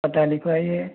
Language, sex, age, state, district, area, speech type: Hindi, male, 60+, Rajasthan, Jaipur, urban, conversation